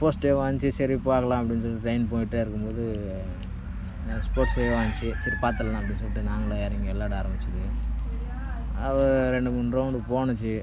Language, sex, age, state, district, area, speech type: Tamil, male, 30-45, Tamil Nadu, Cuddalore, rural, spontaneous